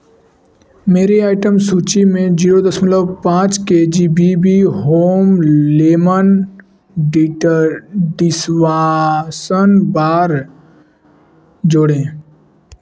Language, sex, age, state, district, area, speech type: Hindi, male, 18-30, Uttar Pradesh, Varanasi, rural, read